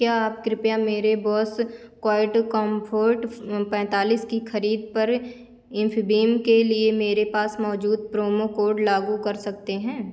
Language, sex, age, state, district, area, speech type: Hindi, female, 30-45, Uttar Pradesh, Ayodhya, rural, read